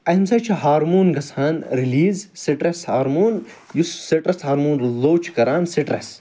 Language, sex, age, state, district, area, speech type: Kashmiri, male, 45-60, Jammu and Kashmir, Ganderbal, urban, spontaneous